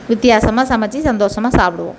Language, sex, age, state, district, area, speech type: Tamil, female, 45-60, Tamil Nadu, Thoothukudi, rural, spontaneous